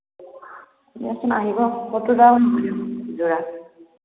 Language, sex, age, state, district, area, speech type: Assamese, male, 18-30, Assam, Morigaon, rural, conversation